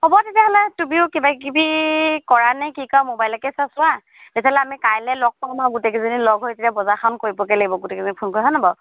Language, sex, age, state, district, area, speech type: Assamese, female, 18-30, Assam, Dhemaji, urban, conversation